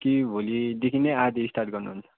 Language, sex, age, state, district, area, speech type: Nepali, male, 18-30, West Bengal, Kalimpong, rural, conversation